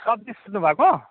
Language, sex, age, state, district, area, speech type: Nepali, male, 45-60, West Bengal, Kalimpong, rural, conversation